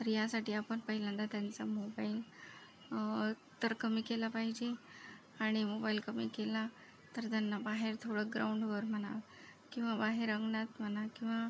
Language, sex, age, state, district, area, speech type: Marathi, female, 18-30, Maharashtra, Akola, rural, spontaneous